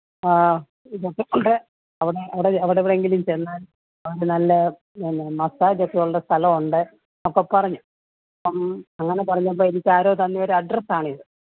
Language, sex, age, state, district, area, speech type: Malayalam, female, 60+, Kerala, Pathanamthitta, rural, conversation